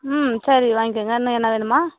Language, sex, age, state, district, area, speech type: Tamil, female, 30-45, Tamil Nadu, Tiruvannamalai, rural, conversation